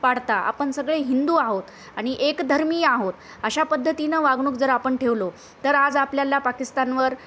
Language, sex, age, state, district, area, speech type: Marathi, female, 30-45, Maharashtra, Nanded, urban, spontaneous